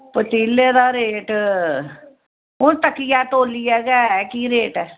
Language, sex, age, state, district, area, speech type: Dogri, female, 45-60, Jammu and Kashmir, Samba, urban, conversation